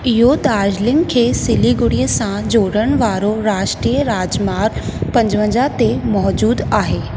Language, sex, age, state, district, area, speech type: Sindhi, female, 18-30, Rajasthan, Ajmer, urban, read